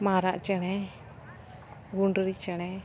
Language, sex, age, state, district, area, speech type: Santali, female, 18-30, Jharkhand, Bokaro, rural, spontaneous